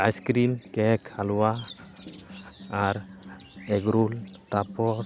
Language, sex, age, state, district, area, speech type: Santali, male, 18-30, West Bengal, Uttar Dinajpur, rural, spontaneous